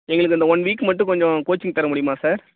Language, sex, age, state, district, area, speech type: Tamil, male, 30-45, Tamil Nadu, Tiruchirappalli, rural, conversation